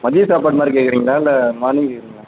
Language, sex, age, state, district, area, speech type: Tamil, male, 18-30, Tamil Nadu, Madurai, rural, conversation